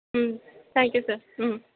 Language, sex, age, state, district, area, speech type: Tamil, female, 18-30, Tamil Nadu, Thanjavur, urban, conversation